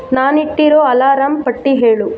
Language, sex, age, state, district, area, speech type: Kannada, female, 18-30, Karnataka, Kolar, rural, read